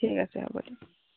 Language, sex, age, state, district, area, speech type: Assamese, female, 30-45, Assam, Dhemaji, rural, conversation